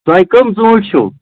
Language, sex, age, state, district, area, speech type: Kashmiri, male, 18-30, Jammu and Kashmir, Kulgam, rural, conversation